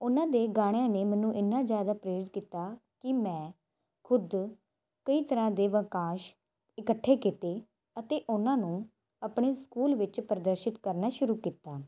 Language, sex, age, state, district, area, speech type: Punjabi, female, 18-30, Punjab, Muktsar, rural, spontaneous